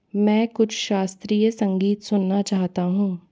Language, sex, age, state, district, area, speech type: Hindi, female, 18-30, Rajasthan, Jaipur, urban, read